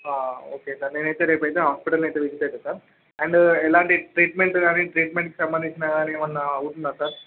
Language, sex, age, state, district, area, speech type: Telugu, male, 30-45, Andhra Pradesh, Srikakulam, urban, conversation